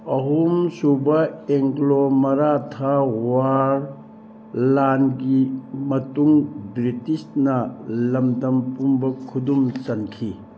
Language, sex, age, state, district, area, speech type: Manipuri, male, 60+, Manipur, Churachandpur, urban, read